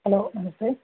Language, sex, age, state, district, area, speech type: Sanskrit, male, 18-30, Kerala, Idukki, urban, conversation